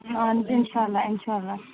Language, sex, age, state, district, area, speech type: Kashmiri, female, 30-45, Jammu and Kashmir, Baramulla, rural, conversation